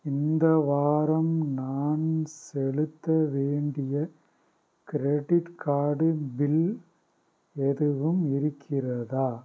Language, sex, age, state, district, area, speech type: Tamil, male, 45-60, Tamil Nadu, Pudukkottai, rural, read